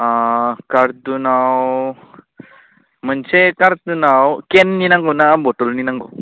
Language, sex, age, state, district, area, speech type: Bodo, male, 18-30, Assam, Udalguri, urban, conversation